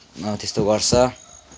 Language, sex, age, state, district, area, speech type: Nepali, male, 18-30, West Bengal, Kalimpong, rural, spontaneous